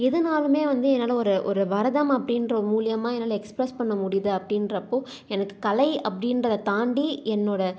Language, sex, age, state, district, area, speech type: Tamil, female, 18-30, Tamil Nadu, Salem, urban, spontaneous